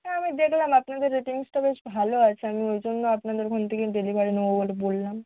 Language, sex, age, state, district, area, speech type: Bengali, female, 60+, West Bengal, Nadia, urban, conversation